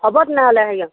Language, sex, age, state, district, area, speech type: Assamese, female, 45-60, Assam, Sivasagar, rural, conversation